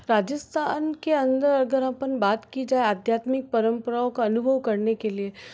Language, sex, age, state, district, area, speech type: Hindi, female, 30-45, Rajasthan, Jodhpur, urban, spontaneous